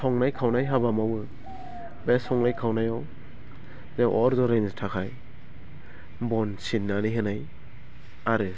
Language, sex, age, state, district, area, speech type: Bodo, male, 18-30, Assam, Baksa, rural, spontaneous